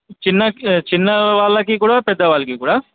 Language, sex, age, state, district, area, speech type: Telugu, male, 30-45, Andhra Pradesh, Krishna, urban, conversation